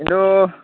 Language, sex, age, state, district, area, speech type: Bodo, male, 18-30, Assam, Udalguri, rural, conversation